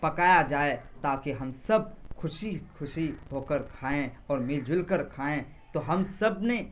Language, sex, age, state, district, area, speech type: Urdu, male, 18-30, Bihar, Purnia, rural, spontaneous